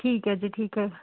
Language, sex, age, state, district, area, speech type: Punjabi, female, 18-30, Punjab, Shaheed Bhagat Singh Nagar, rural, conversation